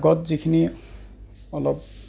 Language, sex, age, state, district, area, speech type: Assamese, male, 30-45, Assam, Goalpara, urban, spontaneous